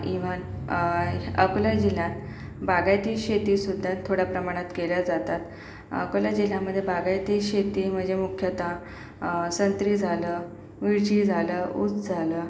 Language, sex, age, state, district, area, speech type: Marathi, female, 45-60, Maharashtra, Akola, urban, spontaneous